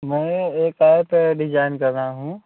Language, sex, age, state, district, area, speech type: Hindi, male, 18-30, Uttar Pradesh, Jaunpur, rural, conversation